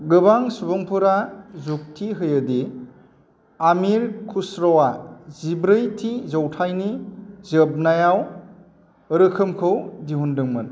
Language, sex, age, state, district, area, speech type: Bodo, male, 45-60, Assam, Chirang, urban, read